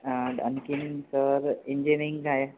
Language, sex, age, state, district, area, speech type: Marathi, male, 18-30, Maharashtra, Yavatmal, rural, conversation